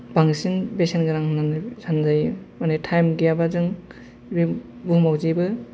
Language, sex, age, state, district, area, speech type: Bodo, male, 30-45, Assam, Kokrajhar, rural, spontaneous